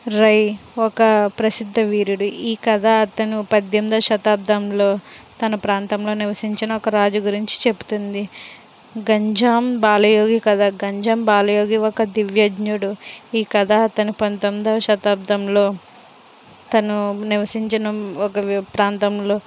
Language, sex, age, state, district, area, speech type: Telugu, female, 45-60, Andhra Pradesh, Konaseema, rural, spontaneous